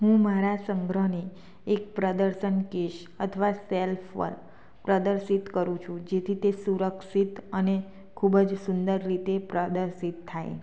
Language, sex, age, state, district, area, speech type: Gujarati, female, 30-45, Gujarat, Anand, rural, spontaneous